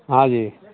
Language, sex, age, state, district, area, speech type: Maithili, male, 45-60, Bihar, Samastipur, urban, conversation